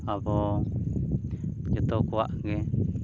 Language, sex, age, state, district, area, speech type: Santali, male, 30-45, Odisha, Mayurbhanj, rural, spontaneous